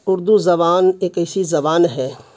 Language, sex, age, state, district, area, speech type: Urdu, male, 45-60, Bihar, Khagaria, urban, spontaneous